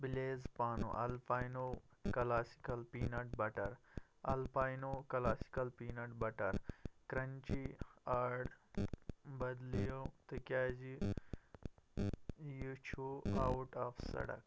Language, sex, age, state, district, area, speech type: Kashmiri, male, 18-30, Jammu and Kashmir, Bandipora, rural, read